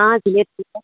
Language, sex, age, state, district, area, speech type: Hindi, female, 30-45, Bihar, Samastipur, urban, conversation